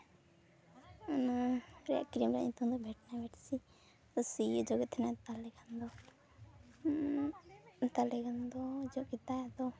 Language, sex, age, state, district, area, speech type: Santali, female, 18-30, West Bengal, Purulia, rural, spontaneous